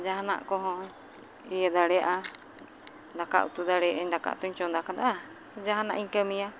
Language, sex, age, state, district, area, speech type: Santali, female, 30-45, West Bengal, Uttar Dinajpur, rural, spontaneous